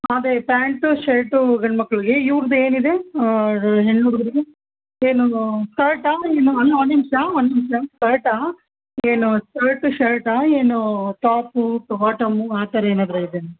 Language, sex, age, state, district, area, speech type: Kannada, female, 30-45, Karnataka, Bellary, rural, conversation